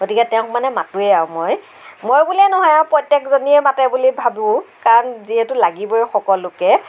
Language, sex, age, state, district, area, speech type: Assamese, female, 60+, Assam, Darrang, rural, spontaneous